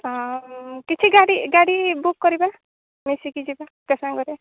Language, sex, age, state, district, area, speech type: Odia, female, 45-60, Odisha, Angul, rural, conversation